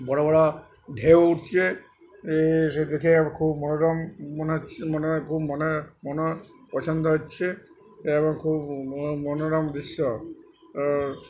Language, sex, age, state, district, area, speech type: Bengali, male, 60+, West Bengal, Uttar Dinajpur, urban, spontaneous